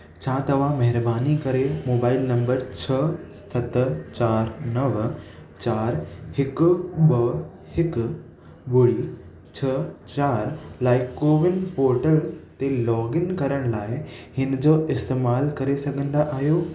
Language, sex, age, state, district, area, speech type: Sindhi, male, 18-30, Maharashtra, Thane, urban, read